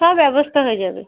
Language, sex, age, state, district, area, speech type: Bengali, female, 30-45, West Bengal, Birbhum, urban, conversation